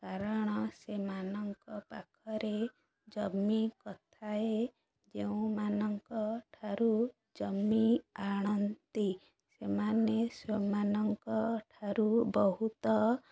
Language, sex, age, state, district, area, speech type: Odia, female, 30-45, Odisha, Ganjam, urban, spontaneous